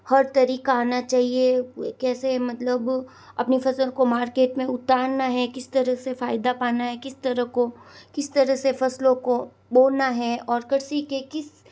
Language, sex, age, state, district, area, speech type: Hindi, female, 60+, Rajasthan, Jodhpur, urban, spontaneous